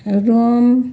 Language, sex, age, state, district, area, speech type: Nepali, female, 60+, West Bengal, Jalpaiguri, urban, spontaneous